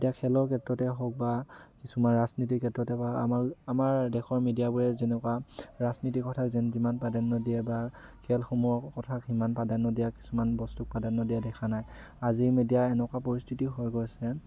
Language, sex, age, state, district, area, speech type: Assamese, male, 18-30, Assam, Dhemaji, rural, spontaneous